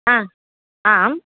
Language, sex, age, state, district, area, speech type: Sanskrit, female, 45-60, Tamil Nadu, Chennai, urban, conversation